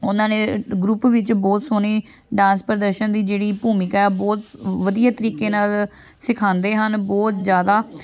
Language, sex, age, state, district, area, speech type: Punjabi, female, 18-30, Punjab, Amritsar, urban, spontaneous